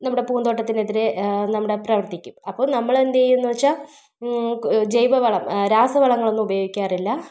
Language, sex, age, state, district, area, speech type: Malayalam, female, 30-45, Kerala, Thiruvananthapuram, rural, spontaneous